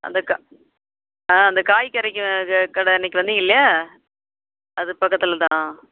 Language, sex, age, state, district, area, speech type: Tamil, female, 60+, Tamil Nadu, Kallakurichi, urban, conversation